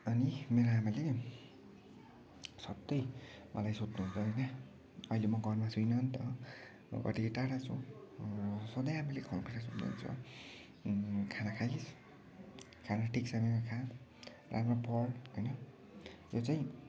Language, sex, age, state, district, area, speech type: Nepali, male, 18-30, West Bengal, Kalimpong, rural, spontaneous